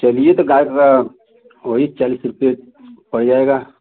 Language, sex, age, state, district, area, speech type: Hindi, male, 45-60, Uttar Pradesh, Chandauli, urban, conversation